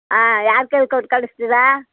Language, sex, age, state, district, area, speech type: Kannada, female, 60+, Karnataka, Mysore, rural, conversation